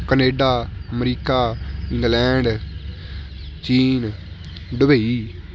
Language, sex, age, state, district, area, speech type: Punjabi, male, 18-30, Punjab, Shaheed Bhagat Singh Nagar, rural, spontaneous